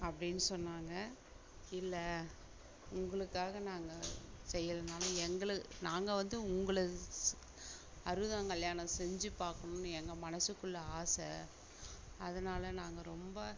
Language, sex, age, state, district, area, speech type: Tamil, female, 60+, Tamil Nadu, Mayiladuthurai, rural, spontaneous